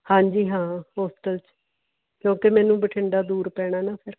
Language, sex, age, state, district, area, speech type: Punjabi, female, 45-60, Punjab, Fatehgarh Sahib, urban, conversation